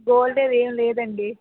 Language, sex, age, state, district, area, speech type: Telugu, female, 30-45, Andhra Pradesh, Vizianagaram, urban, conversation